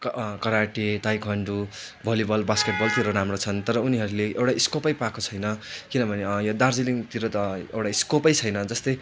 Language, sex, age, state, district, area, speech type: Nepali, male, 18-30, West Bengal, Darjeeling, rural, spontaneous